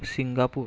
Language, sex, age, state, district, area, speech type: Marathi, male, 18-30, Maharashtra, Buldhana, urban, spontaneous